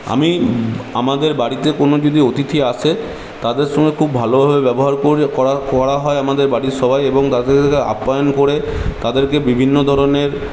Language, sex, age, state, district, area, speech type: Bengali, male, 18-30, West Bengal, Purulia, urban, spontaneous